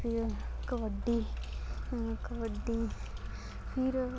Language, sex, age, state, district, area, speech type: Dogri, female, 18-30, Jammu and Kashmir, Kathua, rural, spontaneous